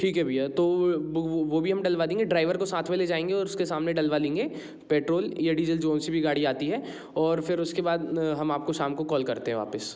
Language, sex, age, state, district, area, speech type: Hindi, male, 30-45, Madhya Pradesh, Jabalpur, urban, spontaneous